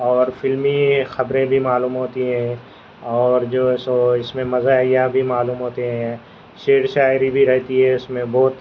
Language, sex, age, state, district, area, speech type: Urdu, male, 18-30, Telangana, Hyderabad, urban, spontaneous